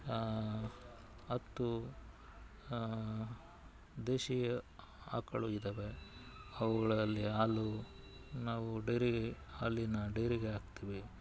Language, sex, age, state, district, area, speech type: Kannada, male, 45-60, Karnataka, Bangalore Urban, rural, spontaneous